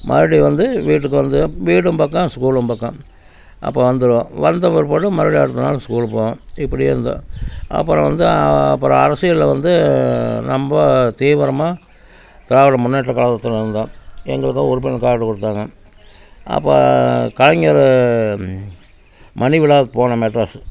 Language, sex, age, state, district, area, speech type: Tamil, male, 60+, Tamil Nadu, Namakkal, rural, spontaneous